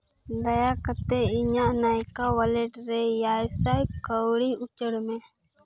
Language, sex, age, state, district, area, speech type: Santali, female, 18-30, Jharkhand, Seraikela Kharsawan, rural, read